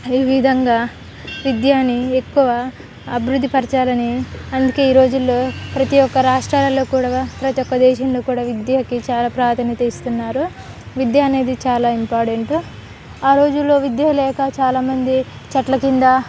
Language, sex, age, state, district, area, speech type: Telugu, female, 18-30, Telangana, Khammam, urban, spontaneous